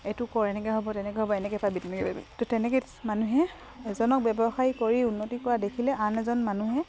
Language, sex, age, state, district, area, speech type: Assamese, female, 45-60, Assam, Dibrugarh, rural, spontaneous